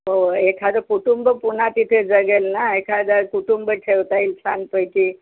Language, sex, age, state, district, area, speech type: Marathi, female, 60+, Maharashtra, Yavatmal, urban, conversation